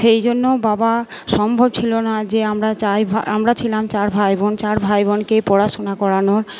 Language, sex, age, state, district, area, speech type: Bengali, female, 45-60, West Bengal, Purba Bardhaman, urban, spontaneous